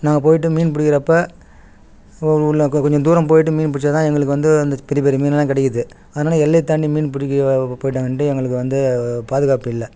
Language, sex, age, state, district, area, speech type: Tamil, male, 45-60, Tamil Nadu, Kallakurichi, rural, spontaneous